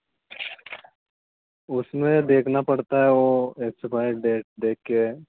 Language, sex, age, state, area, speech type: Hindi, male, 30-45, Madhya Pradesh, rural, conversation